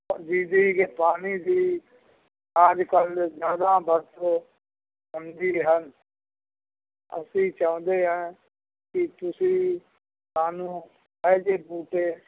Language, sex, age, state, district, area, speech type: Punjabi, male, 60+, Punjab, Bathinda, urban, conversation